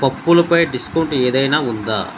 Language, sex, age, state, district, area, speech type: Telugu, male, 30-45, Andhra Pradesh, Konaseema, rural, read